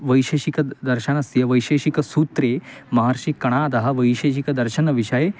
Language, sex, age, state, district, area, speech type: Sanskrit, male, 18-30, West Bengal, Paschim Medinipur, urban, spontaneous